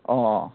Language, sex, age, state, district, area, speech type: Assamese, male, 18-30, Assam, Kamrup Metropolitan, urban, conversation